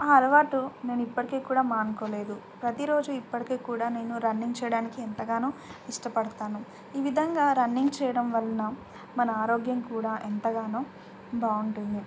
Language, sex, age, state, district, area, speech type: Telugu, female, 18-30, Telangana, Bhadradri Kothagudem, rural, spontaneous